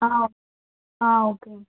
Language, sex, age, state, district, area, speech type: Telugu, female, 18-30, Andhra Pradesh, Visakhapatnam, rural, conversation